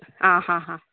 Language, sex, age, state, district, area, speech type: Goan Konkani, female, 30-45, Goa, Canacona, rural, conversation